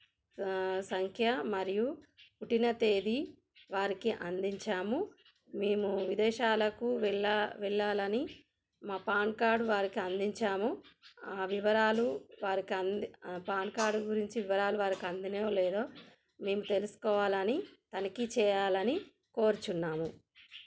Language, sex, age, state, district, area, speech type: Telugu, female, 30-45, Telangana, Jagtial, rural, spontaneous